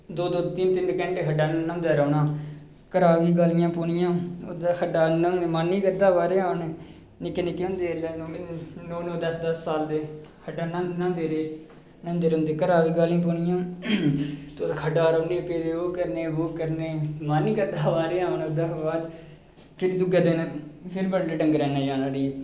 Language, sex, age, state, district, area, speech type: Dogri, male, 18-30, Jammu and Kashmir, Reasi, rural, spontaneous